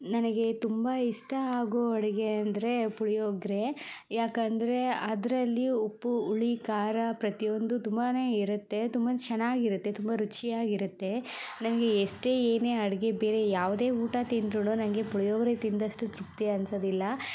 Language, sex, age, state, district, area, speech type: Kannada, female, 18-30, Karnataka, Shimoga, rural, spontaneous